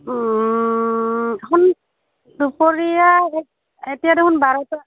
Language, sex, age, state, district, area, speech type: Assamese, female, 45-60, Assam, Goalpara, rural, conversation